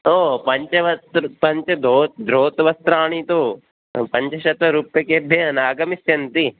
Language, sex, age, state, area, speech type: Sanskrit, male, 18-30, Rajasthan, urban, conversation